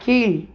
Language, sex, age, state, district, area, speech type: Tamil, female, 45-60, Tamil Nadu, Pudukkottai, rural, read